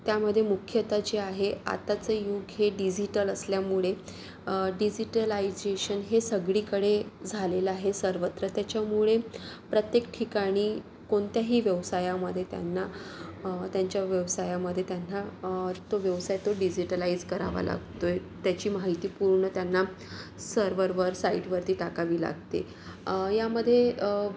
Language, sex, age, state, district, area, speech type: Marathi, female, 45-60, Maharashtra, Yavatmal, urban, spontaneous